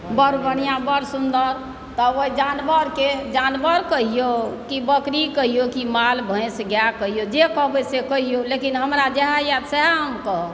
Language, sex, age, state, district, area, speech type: Maithili, male, 60+, Bihar, Supaul, rural, spontaneous